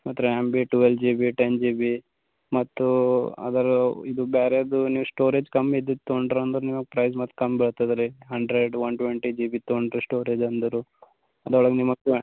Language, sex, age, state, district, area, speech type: Kannada, male, 18-30, Karnataka, Gulbarga, rural, conversation